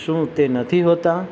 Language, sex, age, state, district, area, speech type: Gujarati, male, 45-60, Gujarat, Valsad, rural, read